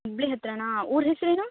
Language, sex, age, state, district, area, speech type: Kannada, female, 30-45, Karnataka, Uttara Kannada, rural, conversation